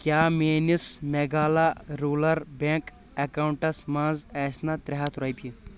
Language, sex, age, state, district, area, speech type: Kashmiri, male, 18-30, Jammu and Kashmir, Shopian, urban, read